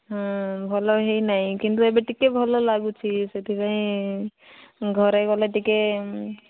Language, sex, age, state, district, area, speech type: Odia, female, 30-45, Odisha, Koraput, urban, conversation